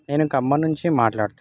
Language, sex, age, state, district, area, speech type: Telugu, male, 18-30, Telangana, Khammam, urban, spontaneous